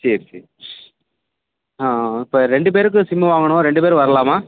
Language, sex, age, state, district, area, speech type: Tamil, male, 18-30, Tamil Nadu, Thanjavur, rural, conversation